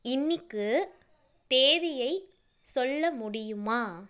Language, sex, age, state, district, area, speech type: Tamil, female, 30-45, Tamil Nadu, Nagapattinam, rural, read